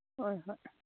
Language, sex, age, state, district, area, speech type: Manipuri, female, 45-60, Manipur, Kangpokpi, urban, conversation